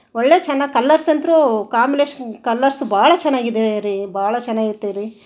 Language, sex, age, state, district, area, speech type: Kannada, female, 45-60, Karnataka, Chitradurga, rural, spontaneous